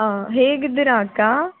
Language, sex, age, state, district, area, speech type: Kannada, female, 18-30, Karnataka, Bangalore Urban, urban, conversation